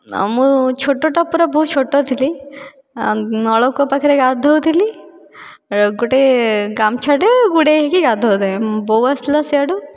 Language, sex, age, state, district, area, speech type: Odia, female, 18-30, Odisha, Dhenkanal, rural, spontaneous